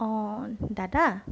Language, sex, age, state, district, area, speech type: Assamese, female, 30-45, Assam, Sonitpur, rural, spontaneous